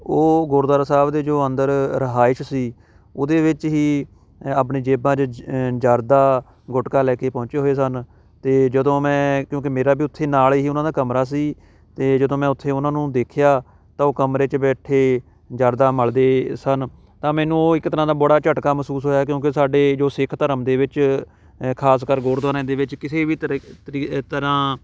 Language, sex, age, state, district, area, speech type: Punjabi, male, 30-45, Punjab, Shaheed Bhagat Singh Nagar, urban, spontaneous